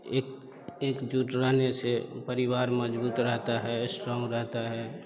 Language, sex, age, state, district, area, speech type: Hindi, male, 30-45, Bihar, Darbhanga, rural, spontaneous